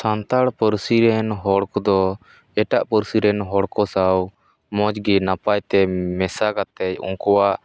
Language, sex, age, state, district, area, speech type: Santali, male, 30-45, West Bengal, Paschim Bardhaman, rural, spontaneous